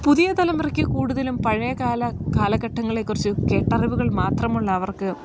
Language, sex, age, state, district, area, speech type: Malayalam, female, 30-45, Kerala, Idukki, rural, spontaneous